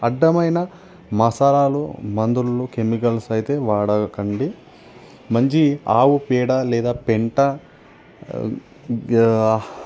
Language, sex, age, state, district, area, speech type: Telugu, male, 18-30, Telangana, Nalgonda, urban, spontaneous